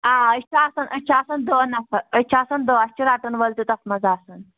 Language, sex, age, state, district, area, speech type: Kashmiri, female, 18-30, Jammu and Kashmir, Anantnag, rural, conversation